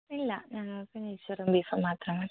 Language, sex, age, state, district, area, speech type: Malayalam, female, 45-60, Kerala, Kozhikode, urban, conversation